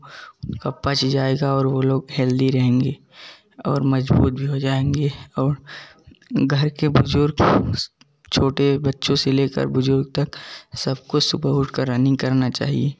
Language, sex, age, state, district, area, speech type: Hindi, male, 18-30, Uttar Pradesh, Jaunpur, urban, spontaneous